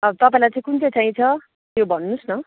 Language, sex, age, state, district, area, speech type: Nepali, female, 30-45, West Bengal, Darjeeling, rural, conversation